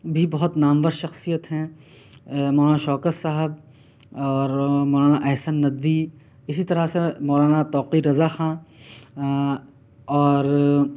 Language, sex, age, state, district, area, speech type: Urdu, male, 18-30, Delhi, South Delhi, urban, spontaneous